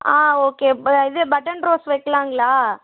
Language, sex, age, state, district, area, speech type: Tamil, female, 18-30, Tamil Nadu, Kallakurichi, urban, conversation